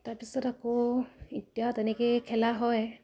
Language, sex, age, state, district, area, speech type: Assamese, female, 18-30, Assam, Dibrugarh, rural, spontaneous